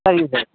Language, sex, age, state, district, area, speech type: Tamil, male, 60+, Tamil Nadu, Thanjavur, rural, conversation